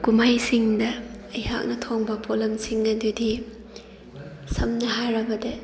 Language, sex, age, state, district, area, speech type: Manipuri, female, 30-45, Manipur, Thoubal, rural, spontaneous